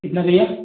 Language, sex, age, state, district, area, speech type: Hindi, male, 30-45, Uttar Pradesh, Prayagraj, urban, conversation